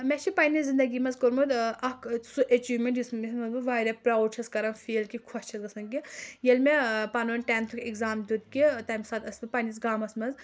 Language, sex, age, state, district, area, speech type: Kashmiri, female, 30-45, Jammu and Kashmir, Anantnag, rural, spontaneous